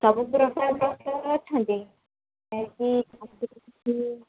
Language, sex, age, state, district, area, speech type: Odia, female, 30-45, Odisha, Sambalpur, rural, conversation